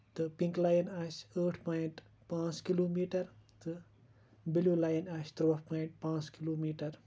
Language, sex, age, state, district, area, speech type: Kashmiri, male, 18-30, Jammu and Kashmir, Kupwara, rural, spontaneous